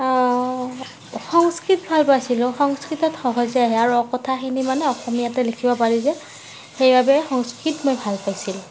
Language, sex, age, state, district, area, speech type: Assamese, female, 30-45, Assam, Nagaon, rural, spontaneous